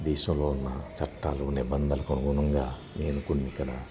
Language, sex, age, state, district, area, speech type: Telugu, male, 60+, Andhra Pradesh, Anakapalli, urban, spontaneous